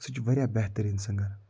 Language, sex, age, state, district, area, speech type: Kashmiri, male, 45-60, Jammu and Kashmir, Budgam, urban, spontaneous